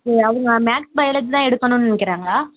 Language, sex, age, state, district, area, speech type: Tamil, female, 30-45, Tamil Nadu, Tiruvarur, urban, conversation